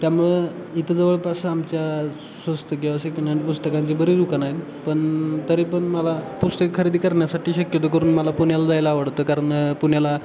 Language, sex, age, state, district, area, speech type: Marathi, male, 18-30, Maharashtra, Satara, rural, spontaneous